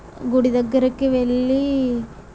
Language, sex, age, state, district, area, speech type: Telugu, female, 30-45, Andhra Pradesh, Kakinada, urban, spontaneous